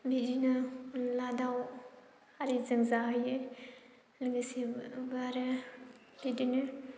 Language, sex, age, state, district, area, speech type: Bodo, female, 18-30, Assam, Baksa, rural, spontaneous